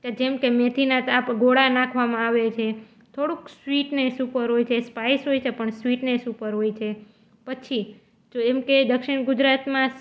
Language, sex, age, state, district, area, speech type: Gujarati, female, 18-30, Gujarat, Junagadh, rural, spontaneous